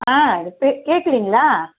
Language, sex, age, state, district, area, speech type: Tamil, female, 45-60, Tamil Nadu, Dharmapuri, urban, conversation